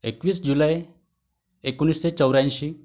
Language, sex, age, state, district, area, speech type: Marathi, male, 30-45, Maharashtra, Wardha, urban, spontaneous